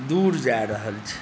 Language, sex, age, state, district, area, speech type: Maithili, male, 60+, Bihar, Saharsa, rural, spontaneous